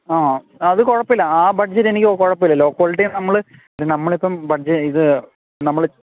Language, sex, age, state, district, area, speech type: Malayalam, male, 30-45, Kerala, Alappuzha, rural, conversation